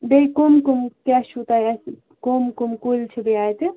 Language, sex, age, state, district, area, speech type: Kashmiri, female, 30-45, Jammu and Kashmir, Ganderbal, rural, conversation